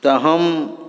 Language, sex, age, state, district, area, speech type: Maithili, male, 45-60, Bihar, Saharsa, urban, spontaneous